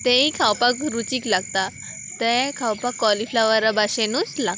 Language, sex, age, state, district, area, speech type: Goan Konkani, female, 18-30, Goa, Salcete, rural, spontaneous